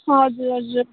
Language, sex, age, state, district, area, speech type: Nepali, female, 18-30, West Bengal, Kalimpong, rural, conversation